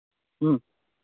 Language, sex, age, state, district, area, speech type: Manipuri, male, 45-60, Manipur, Imphal East, rural, conversation